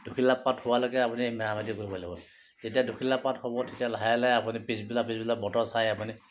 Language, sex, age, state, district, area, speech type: Assamese, male, 45-60, Assam, Sivasagar, rural, spontaneous